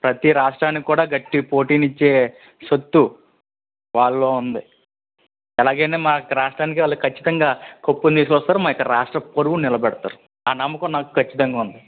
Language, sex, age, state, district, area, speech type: Telugu, male, 18-30, Andhra Pradesh, East Godavari, rural, conversation